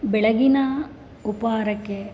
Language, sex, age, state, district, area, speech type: Kannada, male, 30-45, Karnataka, Bangalore Rural, rural, spontaneous